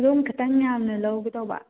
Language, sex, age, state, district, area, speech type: Manipuri, female, 18-30, Manipur, Churachandpur, rural, conversation